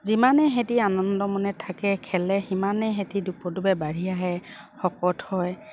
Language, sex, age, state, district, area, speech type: Assamese, female, 45-60, Assam, Dibrugarh, rural, spontaneous